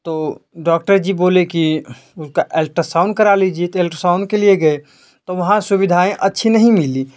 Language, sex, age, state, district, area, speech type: Hindi, male, 18-30, Uttar Pradesh, Ghazipur, rural, spontaneous